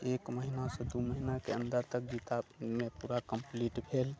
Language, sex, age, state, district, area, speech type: Maithili, male, 30-45, Bihar, Muzaffarpur, urban, spontaneous